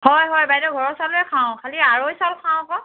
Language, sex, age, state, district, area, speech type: Assamese, female, 45-60, Assam, Dibrugarh, rural, conversation